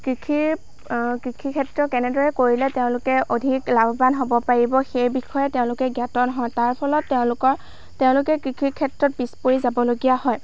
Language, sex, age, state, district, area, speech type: Assamese, female, 18-30, Assam, Lakhimpur, rural, spontaneous